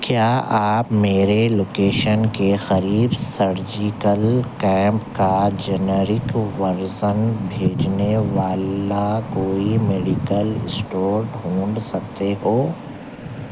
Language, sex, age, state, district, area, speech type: Urdu, male, 45-60, Telangana, Hyderabad, urban, read